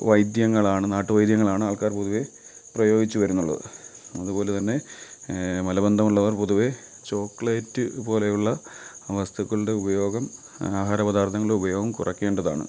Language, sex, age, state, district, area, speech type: Malayalam, male, 30-45, Kerala, Kottayam, rural, spontaneous